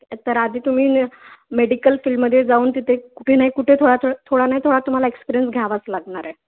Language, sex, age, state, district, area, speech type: Marathi, female, 18-30, Maharashtra, Wardha, rural, conversation